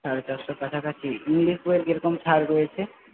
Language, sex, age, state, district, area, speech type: Bengali, male, 18-30, West Bengal, Paschim Medinipur, rural, conversation